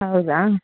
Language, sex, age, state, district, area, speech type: Kannada, female, 30-45, Karnataka, Udupi, rural, conversation